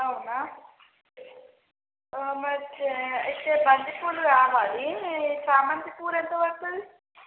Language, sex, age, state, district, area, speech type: Telugu, female, 45-60, Andhra Pradesh, Srikakulam, rural, conversation